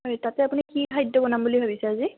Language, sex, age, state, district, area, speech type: Assamese, female, 18-30, Assam, Nalbari, rural, conversation